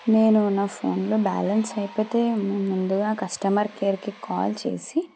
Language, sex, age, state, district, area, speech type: Telugu, female, 30-45, Telangana, Medchal, urban, spontaneous